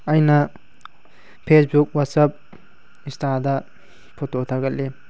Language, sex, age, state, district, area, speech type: Manipuri, male, 18-30, Manipur, Tengnoupal, urban, spontaneous